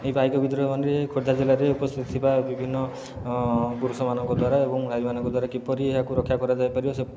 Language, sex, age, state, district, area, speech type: Odia, male, 30-45, Odisha, Khordha, rural, spontaneous